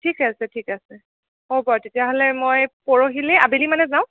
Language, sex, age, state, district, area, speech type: Assamese, female, 18-30, Assam, Sonitpur, rural, conversation